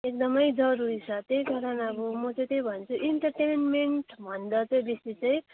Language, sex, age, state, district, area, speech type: Nepali, female, 30-45, West Bengal, Darjeeling, rural, conversation